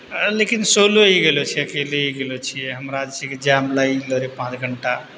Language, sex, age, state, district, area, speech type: Maithili, male, 30-45, Bihar, Purnia, rural, spontaneous